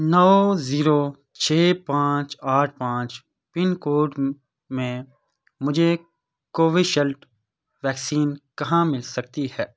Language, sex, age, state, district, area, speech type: Urdu, male, 18-30, Jammu and Kashmir, Srinagar, urban, read